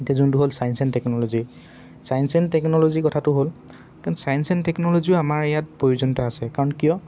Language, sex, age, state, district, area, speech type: Assamese, male, 18-30, Assam, Dibrugarh, urban, spontaneous